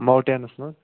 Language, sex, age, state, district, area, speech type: Kashmiri, male, 45-60, Jammu and Kashmir, Bandipora, rural, conversation